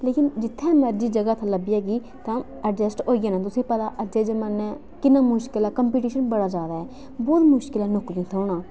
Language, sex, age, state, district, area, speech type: Dogri, female, 18-30, Jammu and Kashmir, Udhampur, rural, spontaneous